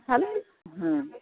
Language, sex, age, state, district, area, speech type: Bengali, female, 60+, West Bengal, Dakshin Dinajpur, rural, conversation